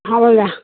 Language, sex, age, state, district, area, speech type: Assamese, female, 60+, Assam, Goalpara, rural, conversation